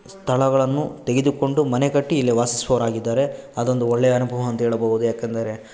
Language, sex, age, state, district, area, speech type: Kannada, male, 18-30, Karnataka, Bangalore Rural, rural, spontaneous